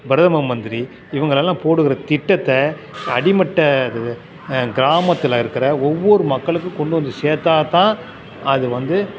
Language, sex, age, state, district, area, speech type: Tamil, male, 60+, Tamil Nadu, Cuddalore, urban, spontaneous